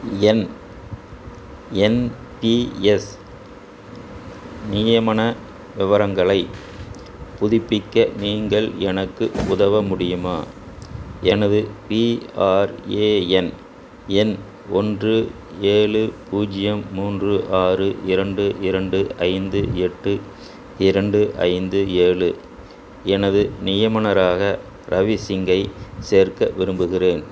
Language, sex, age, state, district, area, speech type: Tamil, male, 60+, Tamil Nadu, Madurai, rural, read